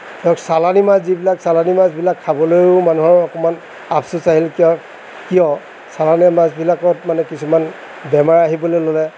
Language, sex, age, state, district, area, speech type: Assamese, male, 60+, Assam, Nagaon, rural, spontaneous